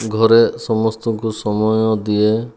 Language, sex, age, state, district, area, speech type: Odia, male, 30-45, Odisha, Kandhamal, rural, spontaneous